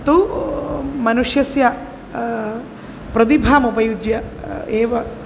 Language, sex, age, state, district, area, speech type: Sanskrit, female, 45-60, Kerala, Kozhikode, urban, spontaneous